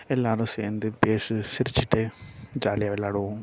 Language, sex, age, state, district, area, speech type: Tamil, male, 18-30, Tamil Nadu, Nagapattinam, rural, spontaneous